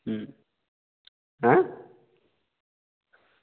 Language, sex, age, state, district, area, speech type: Dogri, male, 18-30, Jammu and Kashmir, Udhampur, rural, conversation